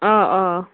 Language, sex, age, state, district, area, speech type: Kashmiri, female, 18-30, Jammu and Kashmir, Bandipora, rural, conversation